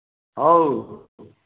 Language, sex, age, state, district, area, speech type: Manipuri, male, 60+, Manipur, Churachandpur, urban, conversation